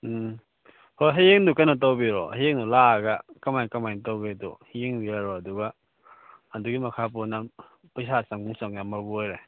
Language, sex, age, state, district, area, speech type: Manipuri, male, 18-30, Manipur, Kakching, rural, conversation